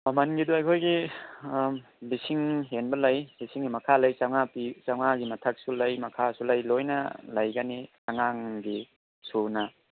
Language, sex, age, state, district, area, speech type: Manipuri, male, 18-30, Manipur, Tengnoupal, rural, conversation